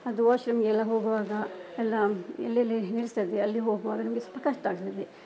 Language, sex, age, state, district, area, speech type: Kannada, female, 60+, Karnataka, Udupi, rural, spontaneous